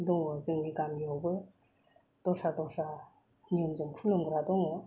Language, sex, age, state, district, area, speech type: Bodo, female, 45-60, Assam, Kokrajhar, rural, spontaneous